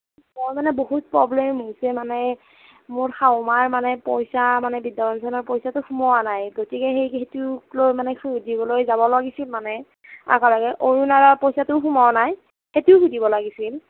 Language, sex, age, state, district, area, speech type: Assamese, female, 30-45, Assam, Nagaon, rural, conversation